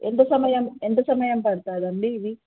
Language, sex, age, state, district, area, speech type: Telugu, female, 18-30, Andhra Pradesh, Sri Satya Sai, urban, conversation